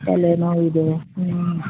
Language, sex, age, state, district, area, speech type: Kannada, female, 45-60, Karnataka, Gulbarga, urban, conversation